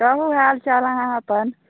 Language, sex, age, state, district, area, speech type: Maithili, female, 30-45, Bihar, Sitamarhi, urban, conversation